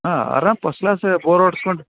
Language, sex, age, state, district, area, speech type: Kannada, male, 45-60, Karnataka, Dharwad, rural, conversation